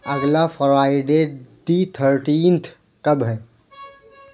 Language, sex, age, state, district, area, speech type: Urdu, male, 18-30, Uttar Pradesh, Lucknow, urban, read